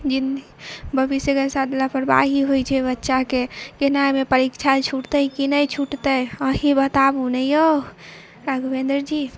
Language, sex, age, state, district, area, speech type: Maithili, female, 18-30, Bihar, Sitamarhi, urban, spontaneous